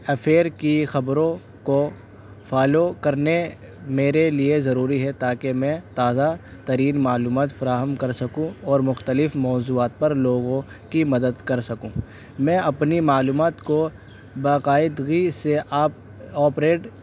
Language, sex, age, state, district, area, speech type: Urdu, male, 18-30, Delhi, North West Delhi, urban, spontaneous